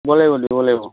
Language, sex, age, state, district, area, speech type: Assamese, male, 60+, Assam, Lakhimpur, urban, conversation